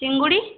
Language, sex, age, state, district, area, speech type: Odia, female, 18-30, Odisha, Jajpur, rural, conversation